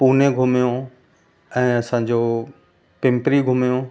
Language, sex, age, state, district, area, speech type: Sindhi, male, 45-60, Madhya Pradesh, Katni, rural, spontaneous